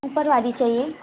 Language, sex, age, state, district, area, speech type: Hindi, female, 18-30, Madhya Pradesh, Katni, urban, conversation